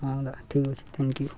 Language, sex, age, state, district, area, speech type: Odia, male, 18-30, Odisha, Balangir, urban, spontaneous